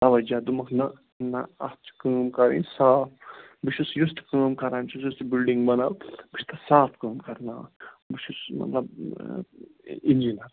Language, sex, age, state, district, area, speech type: Kashmiri, male, 30-45, Jammu and Kashmir, Ganderbal, rural, conversation